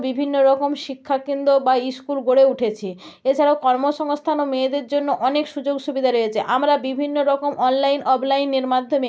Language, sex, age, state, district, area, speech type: Bengali, female, 30-45, West Bengal, North 24 Parganas, rural, spontaneous